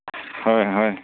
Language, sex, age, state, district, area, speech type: Manipuri, male, 30-45, Manipur, Senapati, rural, conversation